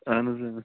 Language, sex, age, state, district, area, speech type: Kashmiri, male, 18-30, Jammu and Kashmir, Bandipora, rural, conversation